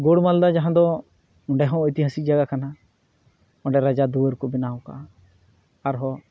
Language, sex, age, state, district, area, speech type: Santali, male, 30-45, West Bengal, Malda, rural, spontaneous